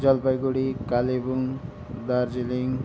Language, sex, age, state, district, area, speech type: Nepali, male, 18-30, West Bengal, Darjeeling, rural, spontaneous